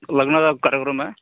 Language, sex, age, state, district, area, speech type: Marathi, male, 30-45, Maharashtra, Amravati, urban, conversation